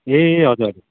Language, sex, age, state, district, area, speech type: Nepali, male, 45-60, West Bengal, Darjeeling, rural, conversation